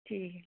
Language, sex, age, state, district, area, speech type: Dogri, female, 30-45, Jammu and Kashmir, Udhampur, urban, conversation